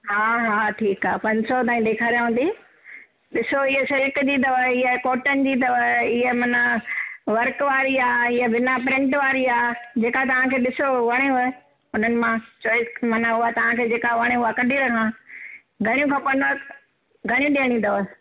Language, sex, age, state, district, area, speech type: Sindhi, female, 60+, Gujarat, Surat, urban, conversation